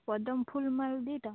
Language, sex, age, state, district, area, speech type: Odia, female, 18-30, Odisha, Kalahandi, rural, conversation